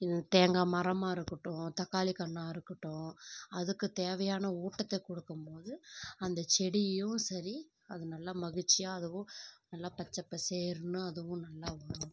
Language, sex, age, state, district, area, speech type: Tamil, female, 18-30, Tamil Nadu, Kallakurichi, rural, spontaneous